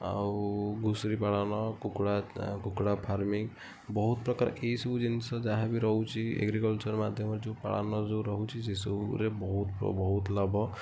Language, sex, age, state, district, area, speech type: Odia, female, 18-30, Odisha, Kendujhar, urban, spontaneous